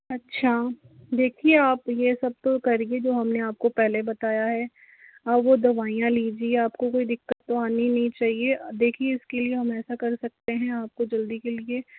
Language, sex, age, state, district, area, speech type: Hindi, male, 60+, Rajasthan, Jaipur, urban, conversation